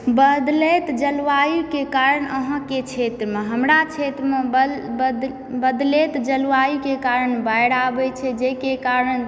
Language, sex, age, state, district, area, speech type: Maithili, female, 45-60, Bihar, Supaul, rural, spontaneous